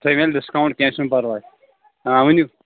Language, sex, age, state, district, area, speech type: Kashmiri, male, 30-45, Jammu and Kashmir, Kulgam, rural, conversation